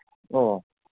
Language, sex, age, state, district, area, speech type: Manipuri, male, 45-60, Manipur, Ukhrul, rural, conversation